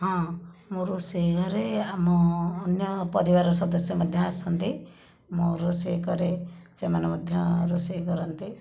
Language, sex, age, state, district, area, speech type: Odia, female, 60+, Odisha, Khordha, rural, spontaneous